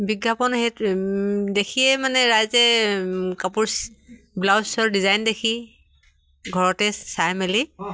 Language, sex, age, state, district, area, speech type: Assamese, female, 45-60, Assam, Dibrugarh, rural, spontaneous